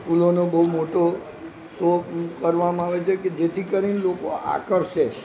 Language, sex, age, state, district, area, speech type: Gujarati, male, 60+, Gujarat, Narmada, urban, spontaneous